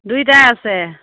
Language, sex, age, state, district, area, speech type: Assamese, female, 45-60, Assam, Morigaon, rural, conversation